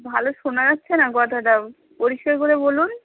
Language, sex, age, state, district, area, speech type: Bengali, female, 30-45, West Bengal, Uttar Dinajpur, urban, conversation